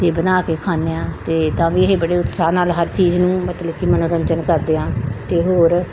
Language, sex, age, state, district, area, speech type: Punjabi, female, 45-60, Punjab, Pathankot, rural, spontaneous